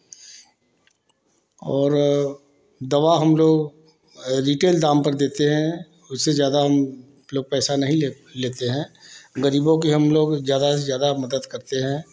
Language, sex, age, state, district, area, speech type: Hindi, male, 45-60, Uttar Pradesh, Varanasi, urban, spontaneous